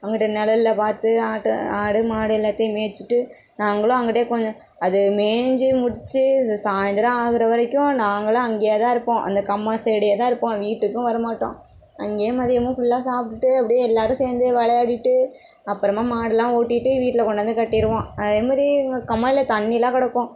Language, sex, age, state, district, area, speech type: Tamil, female, 18-30, Tamil Nadu, Tirunelveli, rural, spontaneous